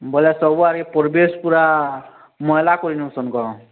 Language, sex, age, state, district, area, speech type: Odia, male, 45-60, Odisha, Nuapada, urban, conversation